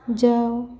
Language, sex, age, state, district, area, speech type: Odia, female, 30-45, Odisha, Subarnapur, urban, read